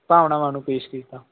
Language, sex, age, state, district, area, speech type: Punjabi, male, 18-30, Punjab, Muktsar, rural, conversation